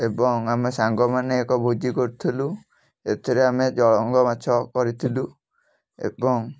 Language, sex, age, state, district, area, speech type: Odia, male, 18-30, Odisha, Kalahandi, rural, spontaneous